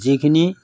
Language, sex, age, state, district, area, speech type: Assamese, male, 45-60, Assam, Majuli, rural, spontaneous